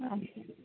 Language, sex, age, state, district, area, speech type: Malayalam, female, 18-30, Kerala, Idukki, rural, conversation